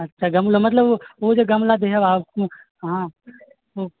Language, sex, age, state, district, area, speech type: Maithili, male, 60+, Bihar, Purnia, rural, conversation